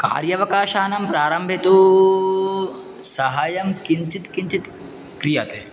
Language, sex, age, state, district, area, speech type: Sanskrit, male, 18-30, Assam, Dhemaji, rural, spontaneous